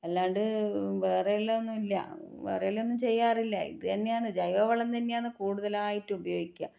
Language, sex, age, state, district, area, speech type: Malayalam, female, 30-45, Kerala, Kannur, rural, spontaneous